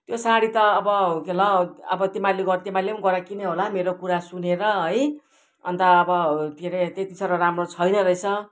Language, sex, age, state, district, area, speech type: Nepali, female, 60+, West Bengal, Kalimpong, rural, spontaneous